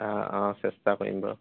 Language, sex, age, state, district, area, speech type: Assamese, male, 30-45, Assam, Dibrugarh, rural, conversation